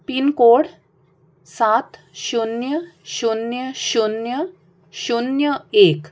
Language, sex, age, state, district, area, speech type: Goan Konkani, female, 45-60, Goa, Salcete, rural, read